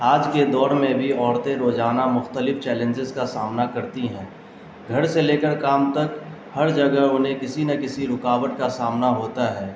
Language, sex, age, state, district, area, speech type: Urdu, male, 18-30, Bihar, Darbhanga, rural, spontaneous